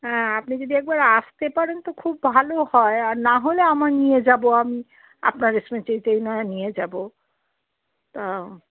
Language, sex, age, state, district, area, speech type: Bengali, female, 45-60, West Bengal, Darjeeling, rural, conversation